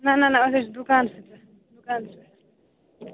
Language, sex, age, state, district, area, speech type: Kashmiri, female, 18-30, Jammu and Kashmir, Bandipora, rural, conversation